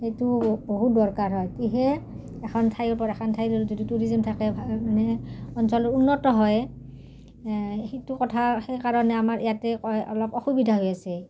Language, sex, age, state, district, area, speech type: Assamese, female, 45-60, Assam, Udalguri, rural, spontaneous